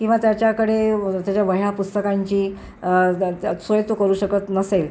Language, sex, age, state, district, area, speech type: Marathi, female, 30-45, Maharashtra, Amravati, urban, spontaneous